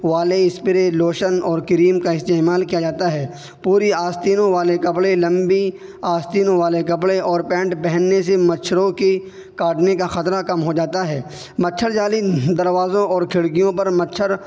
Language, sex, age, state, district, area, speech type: Urdu, male, 18-30, Uttar Pradesh, Saharanpur, urban, spontaneous